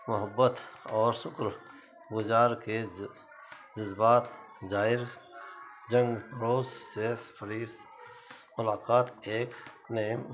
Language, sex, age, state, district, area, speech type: Urdu, male, 60+, Uttar Pradesh, Muzaffarnagar, urban, spontaneous